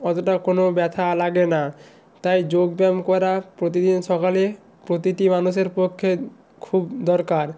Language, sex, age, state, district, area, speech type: Bengali, male, 18-30, West Bengal, Purba Medinipur, rural, spontaneous